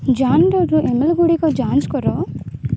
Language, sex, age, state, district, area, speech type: Odia, female, 18-30, Odisha, Rayagada, rural, read